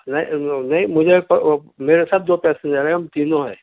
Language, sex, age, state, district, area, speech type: Urdu, male, 60+, Telangana, Hyderabad, urban, conversation